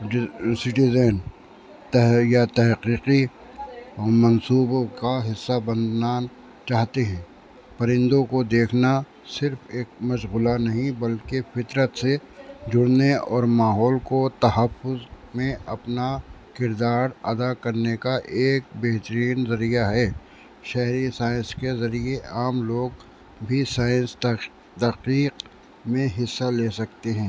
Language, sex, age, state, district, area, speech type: Urdu, male, 60+, Uttar Pradesh, Rampur, urban, spontaneous